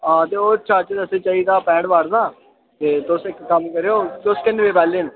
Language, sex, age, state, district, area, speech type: Dogri, male, 18-30, Jammu and Kashmir, Udhampur, urban, conversation